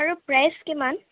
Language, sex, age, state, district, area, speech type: Assamese, female, 18-30, Assam, Kamrup Metropolitan, urban, conversation